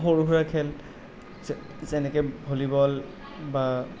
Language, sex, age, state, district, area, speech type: Assamese, male, 18-30, Assam, Nalbari, rural, spontaneous